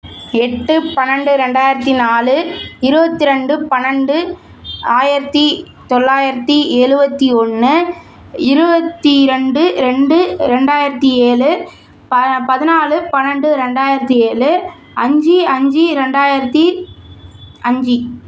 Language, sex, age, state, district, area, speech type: Tamil, male, 18-30, Tamil Nadu, Tiruchirappalli, urban, spontaneous